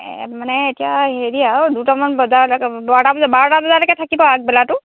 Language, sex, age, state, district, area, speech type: Assamese, female, 60+, Assam, Lakhimpur, urban, conversation